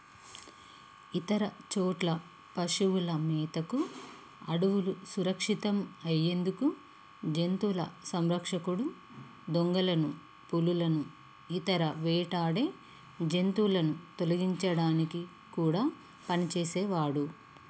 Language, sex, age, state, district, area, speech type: Telugu, female, 30-45, Telangana, Peddapalli, urban, read